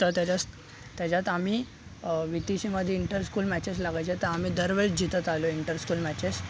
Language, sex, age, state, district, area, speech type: Marathi, male, 18-30, Maharashtra, Thane, urban, spontaneous